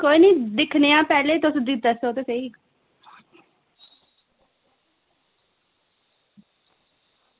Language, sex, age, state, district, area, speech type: Dogri, female, 18-30, Jammu and Kashmir, Udhampur, rural, conversation